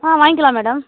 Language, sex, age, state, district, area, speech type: Tamil, female, 30-45, Tamil Nadu, Tiruvannamalai, rural, conversation